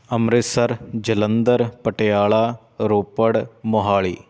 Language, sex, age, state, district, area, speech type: Punjabi, male, 30-45, Punjab, Shaheed Bhagat Singh Nagar, rural, spontaneous